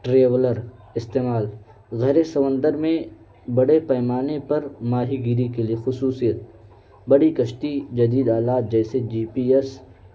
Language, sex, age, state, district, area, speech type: Urdu, male, 18-30, Uttar Pradesh, Balrampur, rural, spontaneous